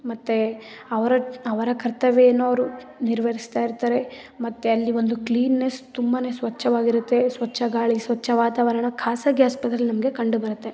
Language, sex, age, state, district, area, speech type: Kannada, female, 18-30, Karnataka, Mysore, rural, spontaneous